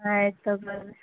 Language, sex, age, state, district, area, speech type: Kannada, female, 30-45, Karnataka, Bidar, urban, conversation